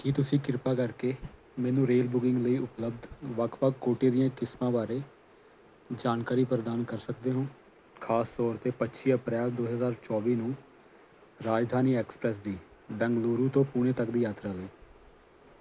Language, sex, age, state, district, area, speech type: Punjabi, male, 30-45, Punjab, Faridkot, urban, read